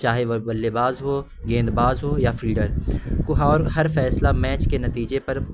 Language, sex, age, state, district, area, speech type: Urdu, male, 18-30, Uttar Pradesh, Azamgarh, rural, spontaneous